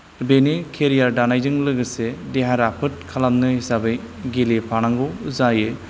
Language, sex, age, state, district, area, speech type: Bodo, male, 45-60, Assam, Kokrajhar, rural, spontaneous